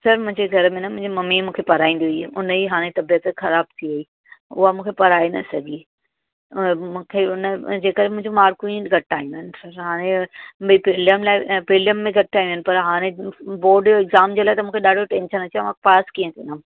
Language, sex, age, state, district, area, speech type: Sindhi, female, 45-60, Maharashtra, Mumbai Suburban, urban, conversation